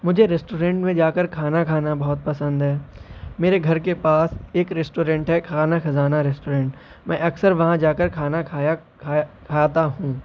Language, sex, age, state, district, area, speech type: Urdu, male, 18-30, Uttar Pradesh, Shahjahanpur, rural, spontaneous